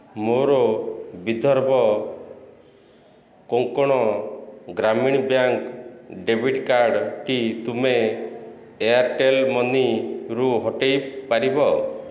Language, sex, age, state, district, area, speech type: Odia, male, 45-60, Odisha, Ganjam, urban, read